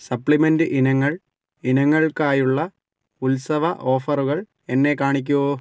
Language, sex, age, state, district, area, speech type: Malayalam, male, 30-45, Kerala, Kozhikode, urban, read